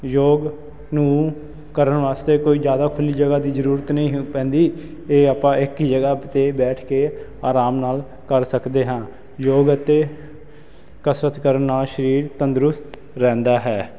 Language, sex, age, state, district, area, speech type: Punjabi, male, 30-45, Punjab, Fazilka, rural, spontaneous